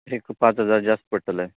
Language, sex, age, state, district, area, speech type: Goan Konkani, male, 30-45, Goa, Canacona, rural, conversation